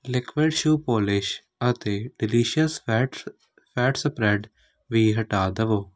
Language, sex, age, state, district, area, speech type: Punjabi, male, 18-30, Punjab, Patiala, urban, read